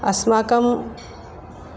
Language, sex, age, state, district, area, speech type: Sanskrit, female, 45-60, Maharashtra, Nagpur, urban, spontaneous